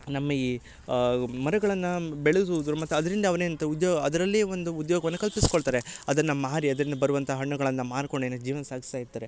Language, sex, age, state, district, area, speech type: Kannada, male, 18-30, Karnataka, Uttara Kannada, rural, spontaneous